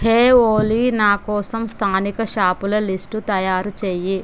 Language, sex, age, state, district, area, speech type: Telugu, female, 18-30, Andhra Pradesh, Visakhapatnam, rural, read